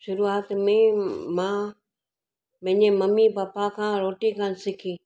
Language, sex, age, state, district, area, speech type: Sindhi, female, 60+, Gujarat, Surat, urban, spontaneous